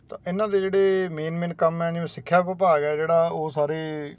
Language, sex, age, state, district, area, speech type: Punjabi, male, 45-60, Punjab, Sangrur, urban, spontaneous